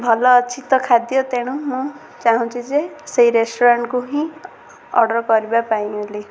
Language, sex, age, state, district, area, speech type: Odia, female, 18-30, Odisha, Ganjam, urban, spontaneous